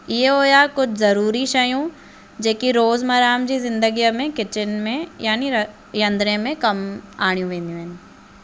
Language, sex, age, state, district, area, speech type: Sindhi, female, 18-30, Maharashtra, Thane, urban, spontaneous